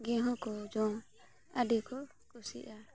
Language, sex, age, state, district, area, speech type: Santali, female, 18-30, Jharkhand, Bokaro, rural, spontaneous